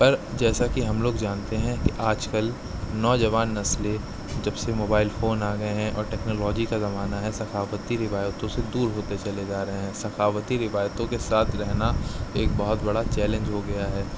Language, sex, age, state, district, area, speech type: Urdu, male, 18-30, Uttar Pradesh, Shahjahanpur, rural, spontaneous